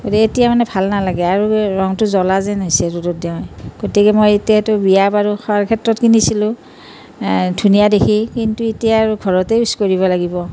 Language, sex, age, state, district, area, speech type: Assamese, female, 45-60, Assam, Nalbari, rural, spontaneous